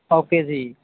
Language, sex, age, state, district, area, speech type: Punjabi, male, 18-30, Punjab, Mansa, rural, conversation